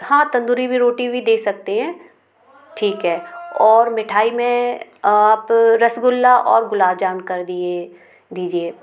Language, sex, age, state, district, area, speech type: Hindi, female, 30-45, Madhya Pradesh, Gwalior, urban, spontaneous